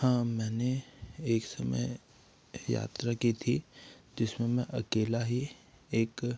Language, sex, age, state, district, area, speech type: Hindi, male, 30-45, Madhya Pradesh, Betul, rural, spontaneous